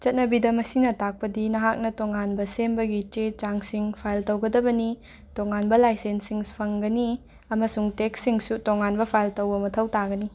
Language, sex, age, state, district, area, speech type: Manipuri, female, 45-60, Manipur, Imphal West, urban, read